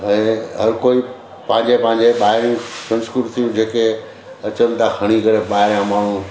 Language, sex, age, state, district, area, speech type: Sindhi, male, 60+, Gujarat, Surat, urban, spontaneous